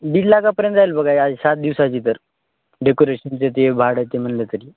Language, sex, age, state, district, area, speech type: Marathi, male, 18-30, Maharashtra, Nanded, rural, conversation